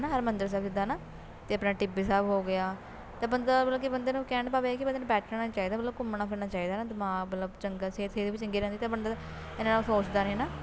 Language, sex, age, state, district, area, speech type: Punjabi, female, 18-30, Punjab, Shaheed Bhagat Singh Nagar, rural, spontaneous